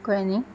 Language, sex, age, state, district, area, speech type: Goan Konkani, female, 18-30, Goa, Ponda, rural, spontaneous